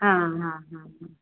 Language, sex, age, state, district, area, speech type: Marathi, female, 45-60, Maharashtra, Mumbai Suburban, urban, conversation